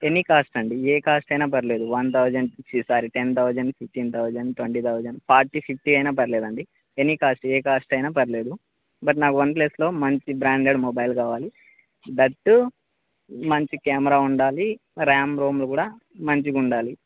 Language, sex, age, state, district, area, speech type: Telugu, male, 18-30, Telangana, Khammam, urban, conversation